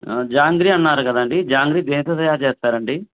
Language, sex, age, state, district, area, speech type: Telugu, male, 45-60, Andhra Pradesh, Sri Satya Sai, urban, conversation